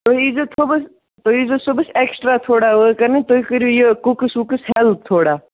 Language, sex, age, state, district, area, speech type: Kashmiri, male, 30-45, Jammu and Kashmir, Kupwara, rural, conversation